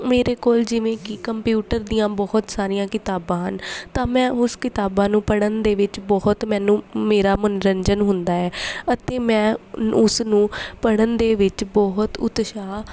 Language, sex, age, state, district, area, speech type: Punjabi, female, 18-30, Punjab, Bathinda, urban, spontaneous